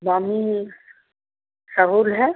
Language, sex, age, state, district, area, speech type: Hindi, female, 60+, Bihar, Begusarai, rural, conversation